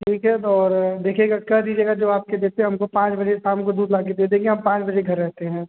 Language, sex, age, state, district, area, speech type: Hindi, male, 18-30, Uttar Pradesh, Azamgarh, rural, conversation